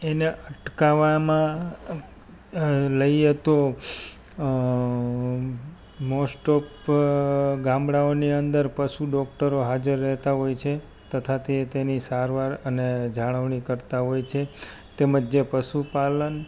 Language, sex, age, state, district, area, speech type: Gujarati, male, 30-45, Gujarat, Rajkot, rural, spontaneous